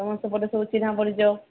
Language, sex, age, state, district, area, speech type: Odia, female, 45-60, Odisha, Sambalpur, rural, conversation